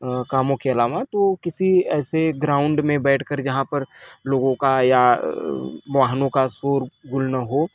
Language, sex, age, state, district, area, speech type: Hindi, male, 30-45, Uttar Pradesh, Mirzapur, rural, spontaneous